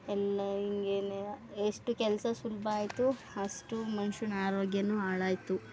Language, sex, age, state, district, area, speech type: Kannada, female, 30-45, Karnataka, Mandya, rural, spontaneous